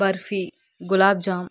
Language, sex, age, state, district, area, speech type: Telugu, female, 30-45, Andhra Pradesh, Nandyal, urban, spontaneous